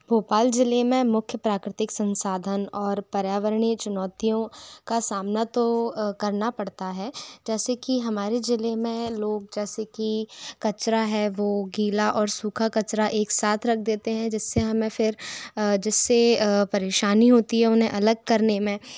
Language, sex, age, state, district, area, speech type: Hindi, female, 30-45, Madhya Pradesh, Bhopal, urban, spontaneous